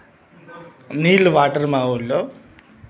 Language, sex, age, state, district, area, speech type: Telugu, male, 45-60, Telangana, Mancherial, rural, spontaneous